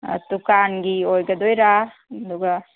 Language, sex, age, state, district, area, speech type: Manipuri, female, 45-60, Manipur, Kangpokpi, urban, conversation